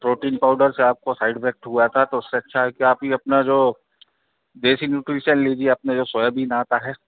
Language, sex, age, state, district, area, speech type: Hindi, male, 45-60, Madhya Pradesh, Hoshangabad, rural, conversation